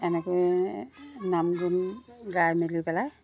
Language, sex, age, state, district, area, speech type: Assamese, female, 60+, Assam, Lakhimpur, rural, spontaneous